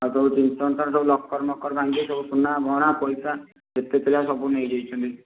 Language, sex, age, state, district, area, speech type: Odia, male, 18-30, Odisha, Bhadrak, rural, conversation